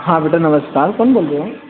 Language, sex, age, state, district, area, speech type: Hindi, male, 18-30, Madhya Pradesh, Harda, urban, conversation